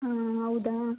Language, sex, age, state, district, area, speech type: Kannada, female, 18-30, Karnataka, Chitradurga, rural, conversation